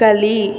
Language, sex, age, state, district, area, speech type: Kannada, female, 18-30, Karnataka, Mysore, urban, read